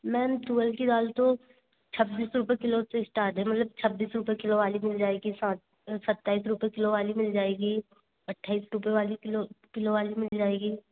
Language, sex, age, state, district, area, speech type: Hindi, female, 18-30, Madhya Pradesh, Betul, urban, conversation